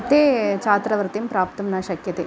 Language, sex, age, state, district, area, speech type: Sanskrit, female, 45-60, Tamil Nadu, Coimbatore, urban, spontaneous